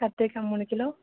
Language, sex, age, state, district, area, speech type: Tamil, female, 18-30, Tamil Nadu, Perambalur, rural, conversation